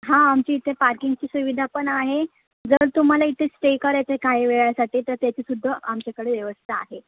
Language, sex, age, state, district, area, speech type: Marathi, female, 18-30, Maharashtra, Thane, urban, conversation